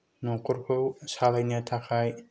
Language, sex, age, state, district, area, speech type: Bodo, male, 18-30, Assam, Kokrajhar, rural, spontaneous